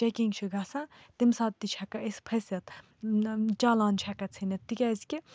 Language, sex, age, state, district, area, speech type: Kashmiri, female, 18-30, Jammu and Kashmir, Baramulla, urban, spontaneous